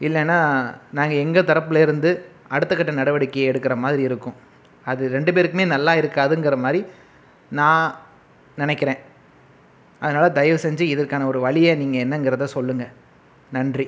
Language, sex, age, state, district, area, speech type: Tamil, male, 18-30, Tamil Nadu, Pudukkottai, rural, spontaneous